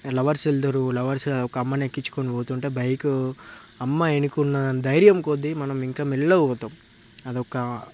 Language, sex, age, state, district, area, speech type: Telugu, male, 18-30, Telangana, Peddapalli, rural, spontaneous